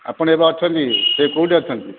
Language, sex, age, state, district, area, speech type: Odia, male, 60+, Odisha, Kendrapara, urban, conversation